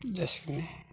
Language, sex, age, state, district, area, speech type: Bodo, male, 60+, Assam, Chirang, rural, spontaneous